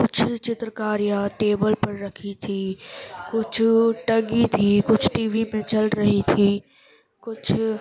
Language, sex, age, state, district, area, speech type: Urdu, female, 18-30, Uttar Pradesh, Gautam Buddha Nagar, rural, spontaneous